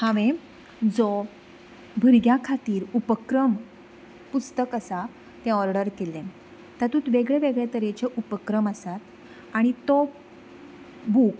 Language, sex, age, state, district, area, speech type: Goan Konkani, female, 30-45, Goa, Canacona, rural, spontaneous